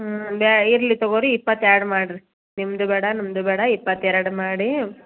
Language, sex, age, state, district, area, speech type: Kannada, female, 30-45, Karnataka, Belgaum, rural, conversation